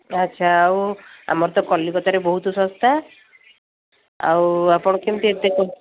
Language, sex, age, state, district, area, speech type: Odia, female, 60+, Odisha, Gajapati, rural, conversation